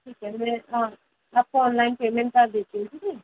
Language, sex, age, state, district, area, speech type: Hindi, female, 18-30, Madhya Pradesh, Indore, urban, conversation